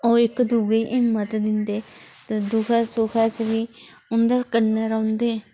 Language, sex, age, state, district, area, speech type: Dogri, female, 30-45, Jammu and Kashmir, Udhampur, rural, spontaneous